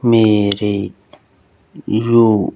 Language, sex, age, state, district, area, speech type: Punjabi, male, 30-45, Punjab, Fazilka, rural, read